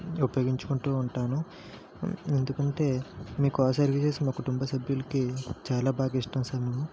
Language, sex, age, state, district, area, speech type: Telugu, male, 45-60, Andhra Pradesh, Kakinada, urban, spontaneous